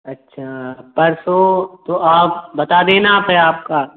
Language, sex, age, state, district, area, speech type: Hindi, male, 18-30, Madhya Pradesh, Gwalior, rural, conversation